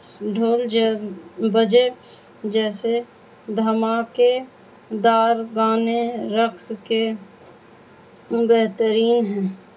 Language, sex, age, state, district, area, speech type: Urdu, female, 30-45, Bihar, Gaya, rural, spontaneous